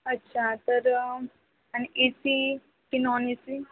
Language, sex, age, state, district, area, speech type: Marathi, female, 30-45, Maharashtra, Wardha, rural, conversation